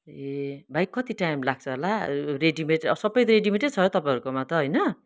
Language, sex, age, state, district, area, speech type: Nepali, female, 60+, West Bengal, Kalimpong, rural, spontaneous